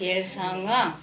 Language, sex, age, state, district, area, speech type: Nepali, female, 60+, West Bengal, Kalimpong, rural, read